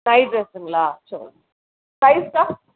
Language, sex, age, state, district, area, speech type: Tamil, female, 30-45, Tamil Nadu, Tiruvallur, rural, conversation